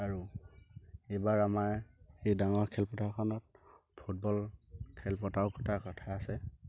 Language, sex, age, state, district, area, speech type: Assamese, male, 18-30, Assam, Dibrugarh, rural, spontaneous